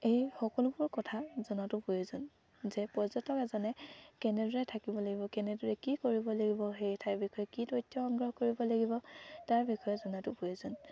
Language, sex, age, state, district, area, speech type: Assamese, female, 18-30, Assam, Dibrugarh, rural, spontaneous